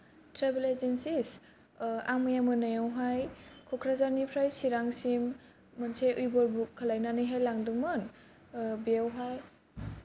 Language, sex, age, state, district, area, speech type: Bodo, female, 18-30, Assam, Kokrajhar, urban, spontaneous